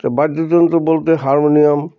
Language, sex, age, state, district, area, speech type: Bengali, male, 60+, West Bengal, Alipurduar, rural, spontaneous